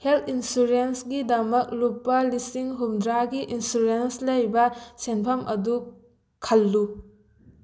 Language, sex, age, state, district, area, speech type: Manipuri, female, 18-30, Manipur, Thoubal, rural, read